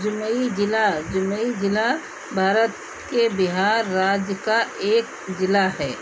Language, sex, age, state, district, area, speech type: Hindi, female, 60+, Uttar Pradesh, Sitapur, rural, read